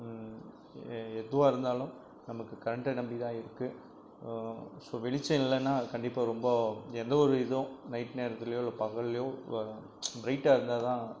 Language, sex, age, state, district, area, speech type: Tamil, male, 45-60, Tamil Nadu, Krishnagiri, rural, spontaneous